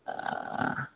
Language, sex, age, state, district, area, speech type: Tamil, male, 18-30, Tamil Nadu, Erode, urban, conversation